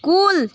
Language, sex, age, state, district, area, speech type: Kashmiri, female, 18-30, Jammu and Kashmir, Budgam, rural, read